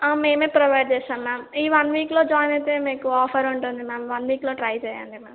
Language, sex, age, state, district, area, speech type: Telugu, female, 18-30, Telangana, Mahbubnagar, urban, conversation